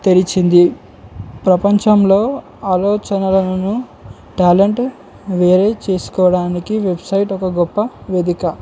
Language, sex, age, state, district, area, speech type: Telugu, male, 18-30, Telangana, Komaram Bheem, urban, spontaneous